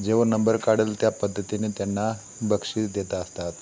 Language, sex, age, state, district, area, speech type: Marathi, male, 60+, Maharashtra, Satara, rural, spontaneous